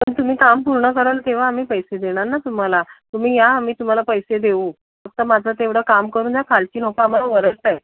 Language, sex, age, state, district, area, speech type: Marathi, female, 45-60, Maharashtra, Mumbai Suburban, urban, conversation